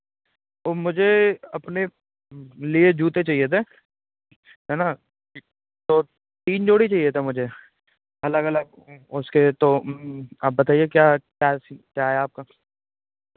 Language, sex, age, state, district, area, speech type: Hindi, male, 18-30, Rajasthan, Bharatpur, urban, conversation